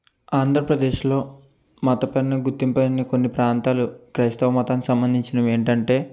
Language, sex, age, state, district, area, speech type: Telugu, male, 18-30, Andhra Pradesh, Konaseema, urban, spontaneous